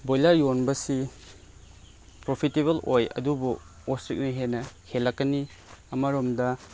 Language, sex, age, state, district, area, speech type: Manipuri, male, 30-45, Manipur, Chandel, rural, spontaneous